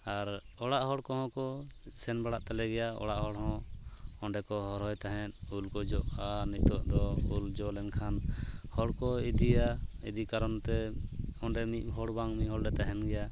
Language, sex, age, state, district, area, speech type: Santali, male, 30-45, West Bengal, Purulia, rural, spontaneous